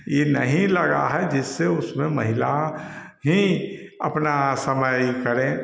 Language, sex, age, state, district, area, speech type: Hindi, male, 60+, Bihar, Samastipur, rural, spontaneous